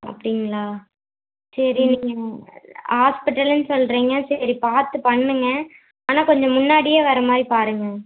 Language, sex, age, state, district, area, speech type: Tamil, female, 18-30, Tamil Nadu, Erode, rural, conversation